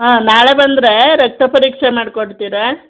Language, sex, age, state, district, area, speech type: Kannada, female, 45-60, Karnataka, Chamarajanagar, rural, conversation